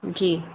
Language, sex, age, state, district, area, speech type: Hindi, female, 30-45, Madhya Pradesh, Bhopal, urban, conversation